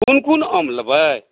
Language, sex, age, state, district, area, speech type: Maithili, male, 45-60, Bihar, Saharsa, urban, conversation